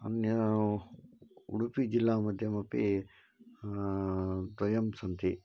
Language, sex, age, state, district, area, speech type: Sanskrit, male, 45-60, Karnataka, Shimoga, rural, spontaneous